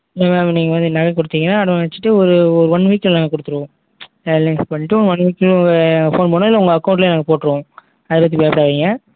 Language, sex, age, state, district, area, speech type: Tamil, male, 18-30, Tamil Nadu, Kallakurichi, rural, conversation